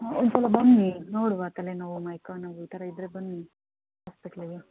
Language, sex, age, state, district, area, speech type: Kannada, female, 30-45, Karnataka, Chitradurga, rural, conversation